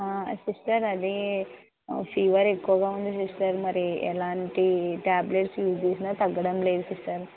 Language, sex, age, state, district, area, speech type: Telugu, female, 18-30, Andhra Pradesh, Kurnool, rural, conversation